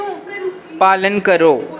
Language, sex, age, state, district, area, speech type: Dogri, male, 18-30, Jammu and Kashmir, Reasi, rural, read